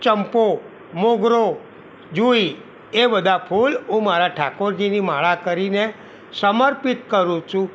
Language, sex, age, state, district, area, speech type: Gujarati, male, 45-60, Gujarat, Kheda, rural, spontaneous